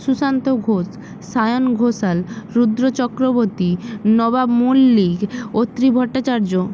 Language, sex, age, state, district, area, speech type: Bengali, female, 30-45, West Bengal, Purba Medinipur, rural, spontaneous